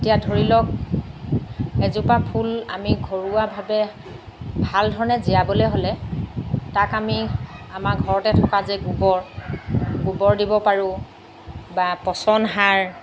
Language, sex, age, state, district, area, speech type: Assamese, female, 45-60, Assam, Lakhimpur, rural, spontaneous